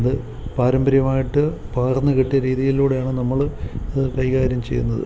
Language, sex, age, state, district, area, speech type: Malayalam, male, 45-60, Kerala, Kottayam, urban, spontaneous